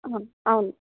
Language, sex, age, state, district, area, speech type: Telugu, female, 18-30, Andhra Pradesh, Annamaya, rural, conversation